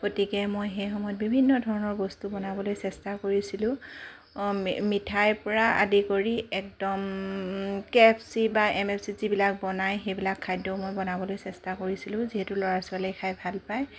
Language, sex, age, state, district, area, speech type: Assamese, female, 45-60, Assam, Charaideo, urban, spontaneous